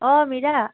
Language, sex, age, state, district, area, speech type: Assamese, female, 18-30, Assam, Biswanath, rural, conversation